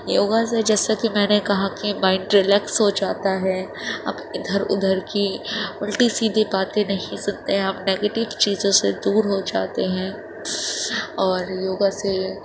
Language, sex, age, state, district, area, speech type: Urdu, female, 30-45, Uttar Pradesh, Gautam Buddha Nagar, urban, spontaneous